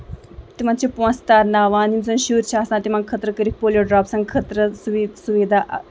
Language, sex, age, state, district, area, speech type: Kashmiri, female, 18-30, Jammu and Kashmir, Ganderbal, rural, spontaneous